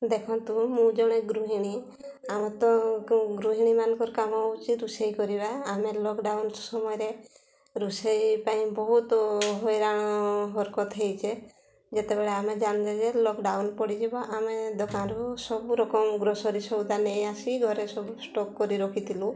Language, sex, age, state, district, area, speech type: Odia, female, 60+, Odisha, Mayurbhanj, rural, spontaneous